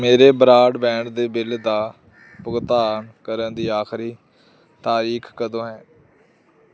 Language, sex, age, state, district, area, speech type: Punjabi, male, 18-30, Punjab, Hoshiarpur, rural, read